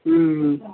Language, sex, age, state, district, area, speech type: Odia, male, 45-60, Odisha, Nabarangpur, rural, conversation